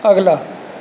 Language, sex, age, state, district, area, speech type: Punjabi, male, 60+, Punjab, Bathinda, rural, read